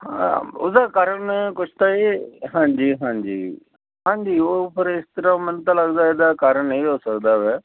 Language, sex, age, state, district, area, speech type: Punjabi, male, 60+, Punjab, Firozpur, urban, conversation